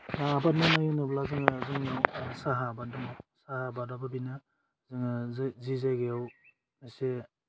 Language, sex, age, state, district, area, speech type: Bodo, male, 18-30, Assam, Udalguri, rural, spontaneous